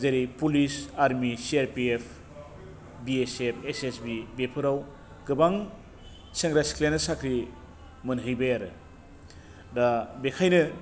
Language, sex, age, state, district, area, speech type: Bodo, male, 45-60, Assam, Baksa, rural, spontaneous